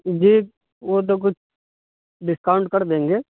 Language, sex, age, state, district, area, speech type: Urdu, male, 18-30, Uttar Pradesh, Saharanpur, urban, conversation